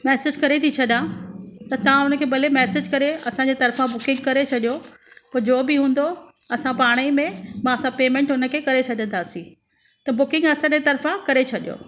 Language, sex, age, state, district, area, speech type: Sindhi, female, 45-60, Maharashtra, Mumbai Suburban, urban, spontaneous